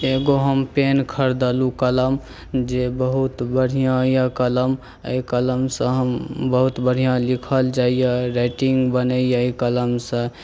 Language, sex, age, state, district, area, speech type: Maithili, male, 18-30, Bihar, Saharsa, rural, spontaneous